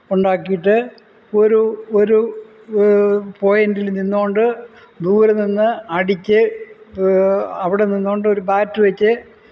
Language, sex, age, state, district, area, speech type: Malayalam, male, 60+, Kerala, Kollam, rural, spontaneous